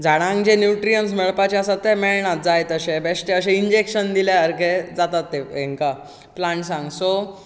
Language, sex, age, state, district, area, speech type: Goan Konkani, male, 18-30, Goa, Bardez, rural, spontaneous